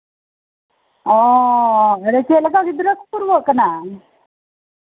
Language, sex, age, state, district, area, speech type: Santali, female, 45-60, West Bengal, Birbhum, rural, conversation